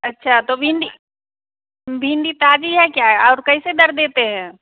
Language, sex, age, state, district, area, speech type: Hindi, female, 45-60, Bihar, Begusarai, rural, conversation